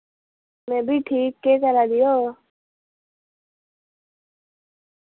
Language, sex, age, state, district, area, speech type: Dogri, female, 18-30, Jammu and Kashmir, Reasi, urban, conversation